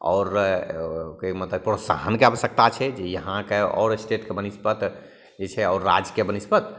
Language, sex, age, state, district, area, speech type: Maithili, male, 45-60, Bihar, Madhepura, urban, spontaneous